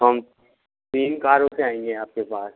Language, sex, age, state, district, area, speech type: Hindi, male, 60+, Rajasthan, Karauli, rural, conversation